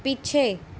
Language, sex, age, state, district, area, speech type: Punjabi, female, 18-30, Punjab, Mohali, urban, read